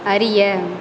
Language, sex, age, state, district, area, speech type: Tamil, female, 18-30, Tamil Nadu, Thanjavur, urban, read